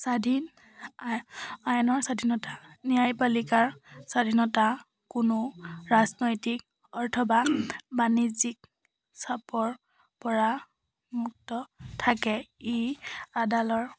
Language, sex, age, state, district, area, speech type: Assamese, female, 18-30, Assam, Charaideo, urban, spontaneous